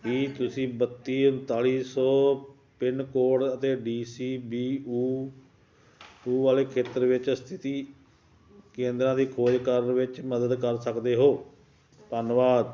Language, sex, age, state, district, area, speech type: Punjabi, male, 60+, Punjab, Ludhiana, rural, read